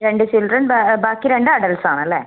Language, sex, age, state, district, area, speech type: Malayalam, female, 18-30, Kerala, Wayanad, rural, conversation